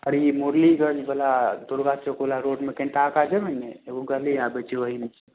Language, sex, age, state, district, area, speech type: Maithili, male, 18-30, Bihar, Madhepura, rural, conversation